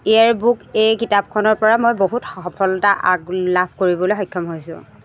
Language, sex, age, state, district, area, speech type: Assamese, female, 45-60, Assam, Jorhat, urban, spontaneous